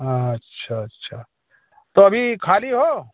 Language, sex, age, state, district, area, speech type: Hindi, male, 60+, Uttar Pradesh, Jaunpur, rural, conversation